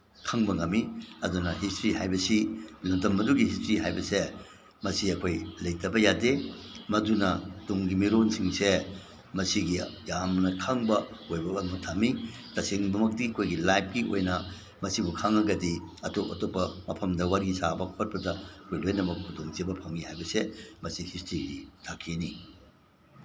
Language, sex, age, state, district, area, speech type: Manipuri, male, 60+, Manipur, Imphal East, rural, spontaneous